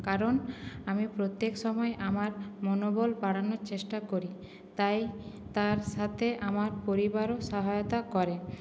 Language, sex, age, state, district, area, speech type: Bengali, female, 18-30, West Bengal, Purulia, urban, spontaneous